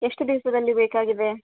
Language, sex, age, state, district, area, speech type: Kannada, female, 30-45, Karnataka, Gulbarga, urban, conversation